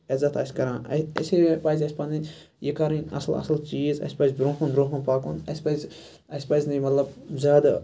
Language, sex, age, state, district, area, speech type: Kashmiri, male, 18-30, Jammu and Kashmir, Ganderbal, rural, spontaneous